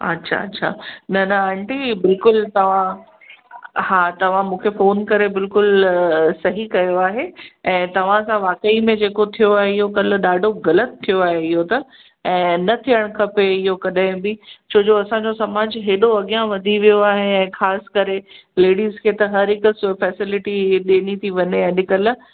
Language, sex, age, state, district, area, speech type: Sindhi, female, 45-60, Gujarat, Kutch, urban, conversation